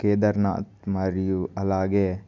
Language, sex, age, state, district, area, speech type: Telugu, male, 18-30, Telangana, Nirmal, rural, spontaneous